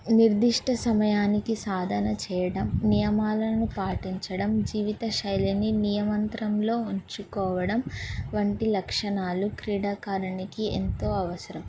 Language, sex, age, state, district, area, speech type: Telugu, female, 18-30, Telangana, Mahabubabad, rural, spontaneous